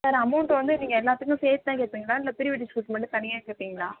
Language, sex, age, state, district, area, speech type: Tamil, female, 18-30, Tamil Nadu, Tiruvarur, rural, conversation